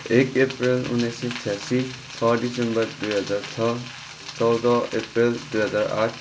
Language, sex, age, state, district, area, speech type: Nepali, male, 18-30, West Bengal, Darjeeling, rural, spontaneous